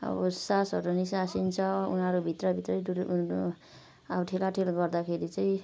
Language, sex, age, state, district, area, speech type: Nepali, female, 45-60, West Bengal, Kalimpong, rural, spontaneous